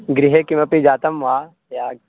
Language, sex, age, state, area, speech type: Sanskrit, male, 18-30, Bihar, rural, conversation